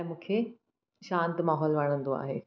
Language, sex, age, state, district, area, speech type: Sindhi, female, 30-45, Maharashtra, Thane, urban, spontaneous